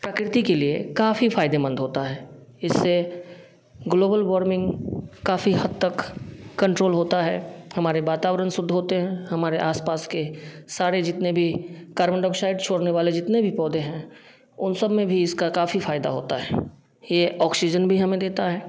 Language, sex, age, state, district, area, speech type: Hindi, male, 30-45, Bihar, Samastipur, urban, spontaneous